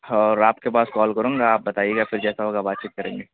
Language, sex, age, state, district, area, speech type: Urdu, male, 18-30, Uttar Pradesh, Siddharthnagar, rural, conversation